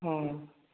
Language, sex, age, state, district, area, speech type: Odia, male, 18-30, Odisha, Boudh, rural, conversation